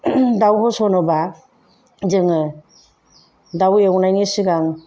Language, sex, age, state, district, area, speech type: Bodo, female, 45-60, Assam, Chirang, rural, spontaneous